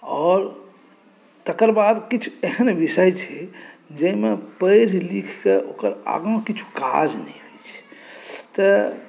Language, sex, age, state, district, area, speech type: Maithili, male, 45-60, Bihar, Saharsa, urban, spontaneous